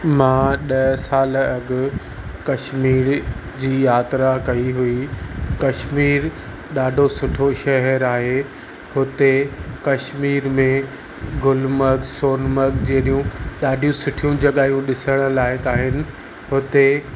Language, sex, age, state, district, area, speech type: Sindhi, male, 30-45, Maharashtra, Thane, urban, spontaneous